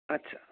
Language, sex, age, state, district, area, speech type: Assamese, male, 60+, Assam, Nagaon, rural, conversation